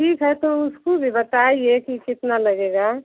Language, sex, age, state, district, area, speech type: Hindi, female, 60+, Uttar Pradesh, Mau, rural, conversation